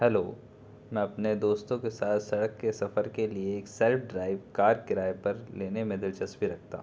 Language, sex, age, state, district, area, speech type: Urdu, male, 30-45, Delhi, South Delhi, rural, spontaneous